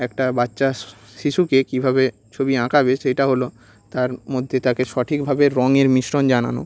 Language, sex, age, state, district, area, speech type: Bengali, male, 30-45, West Bengal, Nadia, rural, spontaneous